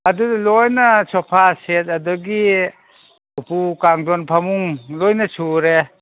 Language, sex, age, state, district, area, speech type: Manipuri, male, 45-60, Manipur, Kangpokpi, urban, conversation